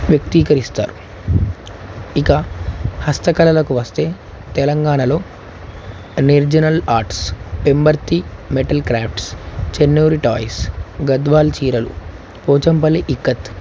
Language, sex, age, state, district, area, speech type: Telugu, male, 18-30, Telangana, Nagarkurnool, urban, spontaneous